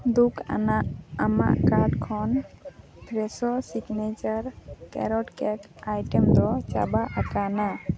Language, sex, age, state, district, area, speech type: Santali, female, 18-30, West Bengal, Paschim Bardhaman, rural, read